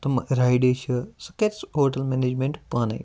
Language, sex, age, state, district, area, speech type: Kashmiri, male, 18-30, Jammu and Kashmir, Kupwara, rural, spontaneous